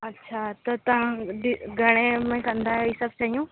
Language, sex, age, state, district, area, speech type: Sindhi, female, 18-30, Rajasthan, Ajmer, urban, conversation